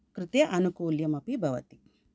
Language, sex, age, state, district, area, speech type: Sanskrit, female, 45-60, Karnataka, Bangalore Urban, urban, spontaneous